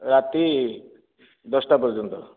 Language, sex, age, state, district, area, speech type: Odia, male, 60+, Odisha, Nayagarh, rural, conversation